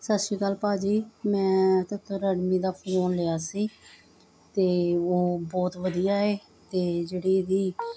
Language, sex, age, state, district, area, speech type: Punjabi, female, 45-60, Punjab, Mohali, urban, spontaneous